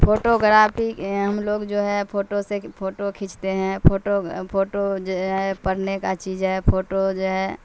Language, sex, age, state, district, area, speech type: Urdu, female, 45-60, Bihar, Supaul, rural, spontaneous